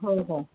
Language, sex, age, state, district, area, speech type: Marathi, female, 45-60, Maharashtra, Amravati, urban, conversation